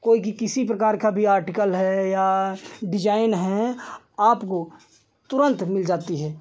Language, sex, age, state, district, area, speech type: Hindi, male, 45-60, Uttar Pradesh, Lucknow, rural, spontaneous